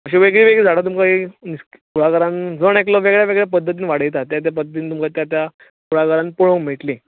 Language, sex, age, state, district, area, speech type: Goan Konkani, male, 30-45, Goa, Bardez, rural, conversation